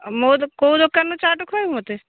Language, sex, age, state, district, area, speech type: Odia, female, 60+, Odisha, Nayagarh, rural, conversation